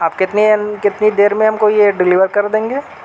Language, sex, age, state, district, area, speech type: Urdu, male, 30-45, Uttar Pradesh, Mau, urban, spontaneous